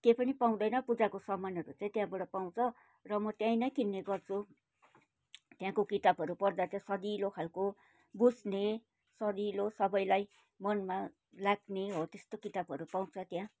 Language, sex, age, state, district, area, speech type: Nepali, female, 60+, West Bengal, Kalimpong, rural, spontaneous